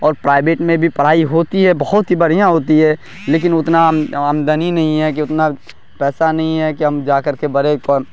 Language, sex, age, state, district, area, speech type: Urdu, male, 18-30, Bihar, Darbhanga, rural, spontaneous